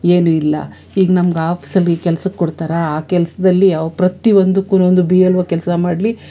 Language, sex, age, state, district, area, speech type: Kannada, female, 45-60, Karnataka, Bangalore Urban, urban, spontaneous